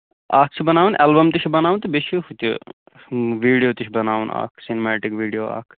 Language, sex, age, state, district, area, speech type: Kashmiri, male, 30-45, Jammu and Kashmir, Kulgam, rural, conversation